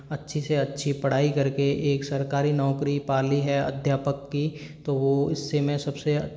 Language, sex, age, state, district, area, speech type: Hindi, male, 45-60, Rajasthan, Karauli, rural, spontaneous